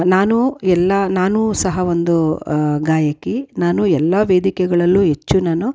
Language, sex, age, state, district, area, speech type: Kannada, female, 45-60, Karnataka, Mysore, urban, spontaneous